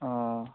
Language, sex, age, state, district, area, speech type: Assamese, male, 18-30, Assam, Sivasagar, rural, conversation